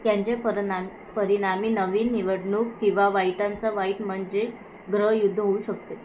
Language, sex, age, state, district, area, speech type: Marathi, female, 18-30, Maharashtra, Thane, urban, read